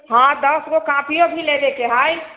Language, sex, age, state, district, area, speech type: Maithili, female, 60+, Bihar, Sitamarhi, rural, conversation